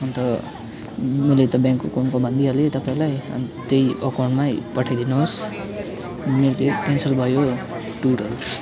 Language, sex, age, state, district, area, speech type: Nepali, male, 18-30, West Bengal, Kalimpong, rural, spontaneous